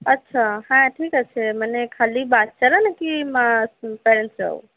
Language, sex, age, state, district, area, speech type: Bengali, female, 60+, West Bengal, Paschim Bardhaman, rural, conversation